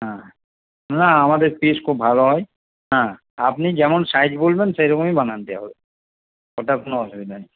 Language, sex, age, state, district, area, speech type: Bengali, male, 60+, West Bengal, Paschim Bardhaman, rural, conversation